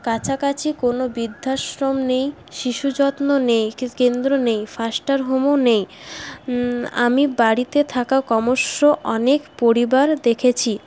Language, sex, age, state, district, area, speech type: Bengali, female, 18-30, West Bengal, Paschim Bardhaman, urban, spontaneous